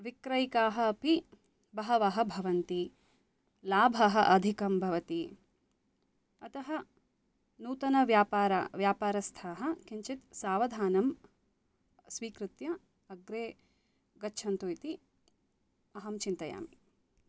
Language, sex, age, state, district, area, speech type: Sanskrit, female, 30-45, Karnataka, Bangalore Urban, urban, spontaneous